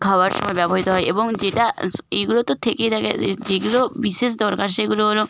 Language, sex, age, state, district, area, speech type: Bengali, female, 18-30, West Bengal, Hooghly, urban, spontaneous